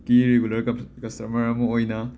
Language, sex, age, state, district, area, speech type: Manipuri, male, 18-30, Manipur, Imphal West, rural, spontaneous